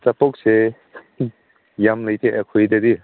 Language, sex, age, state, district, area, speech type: Manipuri, male, 18-30, Manipur, Senapati, rural, conversation